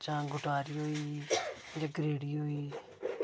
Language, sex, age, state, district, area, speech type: Dogri, male, 30-45, Jammu and Kashmir, Udhampur, rural, spontaneous